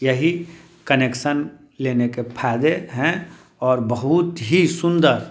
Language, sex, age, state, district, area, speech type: Hindi, male, 30-45, Bihar, Muzaffarpur, rural, spontaneous